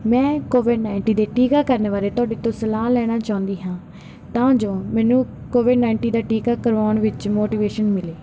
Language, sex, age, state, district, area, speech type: Punjabi, female, 18-30, Punjab, Barnala, rural, spontaneous